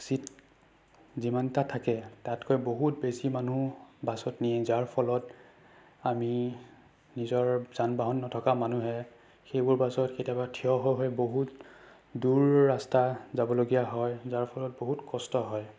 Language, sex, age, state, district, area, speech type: Assamese, male, 30-45, Assam, Sonitpur, rural, spontaneous